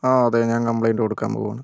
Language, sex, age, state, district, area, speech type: Malayalam, female, 18-30, Kerala, Wayanad, rural, spontaneous